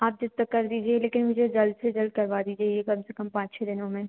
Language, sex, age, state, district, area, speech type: Hindi, female, 18-30, Madhya Pradesh, Betul, rural, conversation